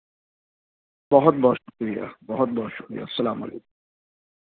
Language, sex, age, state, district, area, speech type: Urdu, male, 45-60, Delhi, South Delhi, urban, conversation